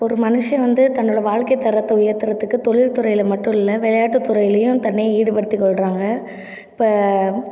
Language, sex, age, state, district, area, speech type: Tamil, female, 18-30, Tamil Nadu, Ariyalur, rural, spontaneous